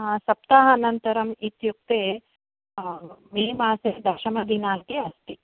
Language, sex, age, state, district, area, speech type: Sanskrit, female, 45-60, Karnataka, Shimoga, urban, conversation